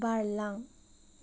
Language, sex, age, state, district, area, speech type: Bodo, male, 30-45, Assam, Chirang, rural, read